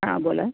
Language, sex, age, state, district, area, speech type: Marathi, female, 18-30, Maharashtra, Thane, urban, conversation